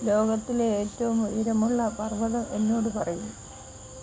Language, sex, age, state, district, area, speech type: Malayalam, female, 45-60, Kerala, Kollam, rural, read